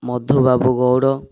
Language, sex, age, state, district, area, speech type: Odia, male, 18-30, Odisha, Cuttack, urban, spontaneous